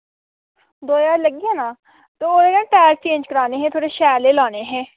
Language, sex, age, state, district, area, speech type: Dogri, female, 18-30, Jammu and Kashmir, Samba, rural, conversation